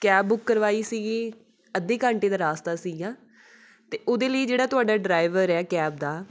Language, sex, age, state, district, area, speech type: Punjabi, female, 18-30, Punjab, Patiala, urban, spontaneous